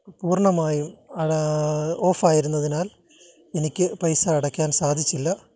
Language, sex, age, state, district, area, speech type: Malayalam, male, 30-45, Kerala, Kottayam, urban, spontaneous